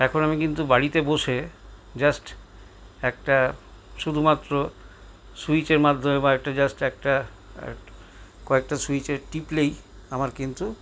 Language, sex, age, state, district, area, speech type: Bengali, male, 60+, West Bengal, Paschim Bardhaman, urban, spontaneous